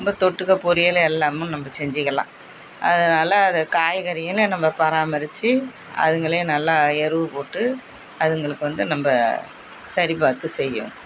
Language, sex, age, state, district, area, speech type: Tamil, female, 45-60, Tamil Nadu, Thanjavur, rural, spontaneous